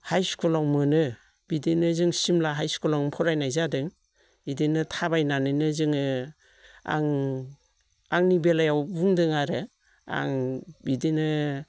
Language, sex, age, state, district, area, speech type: Bodo, female, 45-60, Assam, Baksa, rural, spontaneous